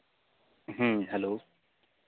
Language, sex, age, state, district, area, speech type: Santali, male, 18-30, West Bengal, Malda, rural, conversation